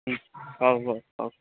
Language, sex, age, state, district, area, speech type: Odia, male, 45-60, Odisha, Gajapati, rural, conversation